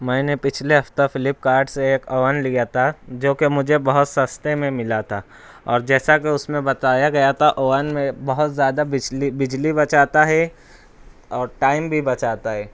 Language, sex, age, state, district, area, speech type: Urdu, male, 18-30, Maharashtra, Nashik, urban, spontaneous